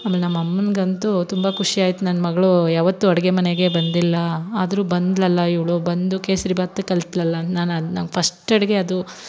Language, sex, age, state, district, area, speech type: Kannada, female, 30-45, Karnataka, Bangalore Rural, rural, spontaneous